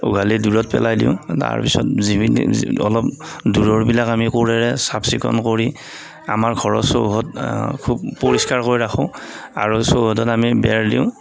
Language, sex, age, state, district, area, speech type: Assamese, male, 45-60, Assam, Darrang, rural, spontaneous